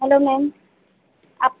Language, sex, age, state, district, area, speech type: Hindi, female, 30-45, Madhya Pradesh, Harda, urban, conversation